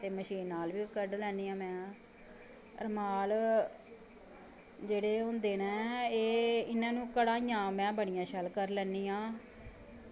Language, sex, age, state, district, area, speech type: Dogri, female, 30-45, Jammu and Kashmir, Samba, rural, spontaneous